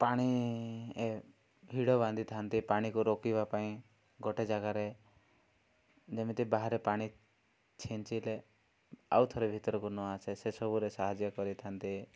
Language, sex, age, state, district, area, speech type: Odia, male, 18-30, Odisha, Koraput, urban, spontaneous